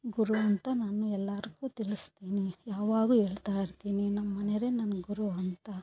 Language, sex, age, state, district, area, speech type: Kannada, female, 45-60, Karnataka, Bangalore Rural, rural, spontaneous